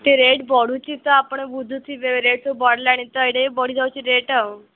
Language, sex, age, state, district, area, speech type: Odia, female, 18-30, Odisha, Sundergarh, urban, conversation